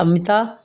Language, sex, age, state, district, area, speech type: Punjabi, female, 60+, Punjab, Fazilka, rural, spontaneous